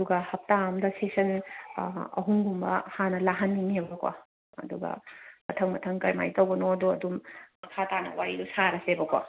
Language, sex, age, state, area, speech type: Manipuri, female, 30-45, Manipur, urban, conversation